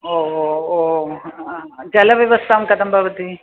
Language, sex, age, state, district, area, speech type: Sanskrit, female, 60+, Tamil Nadu, Chennai, urban, conversation